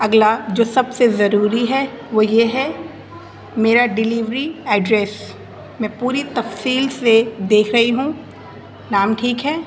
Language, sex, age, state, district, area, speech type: Urdu, female, 18-30, Delhi, North East Delhi, urban, spontaneous